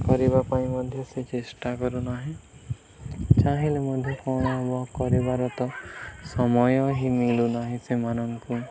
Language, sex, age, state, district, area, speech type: Odia, male, 18-30, Odisha, Nuapada, urban, spontaneous